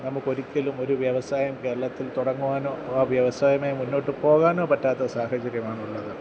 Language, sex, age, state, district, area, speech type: Malayalam, male, 45-60, Kerala, Kottayam, urban, spontaneous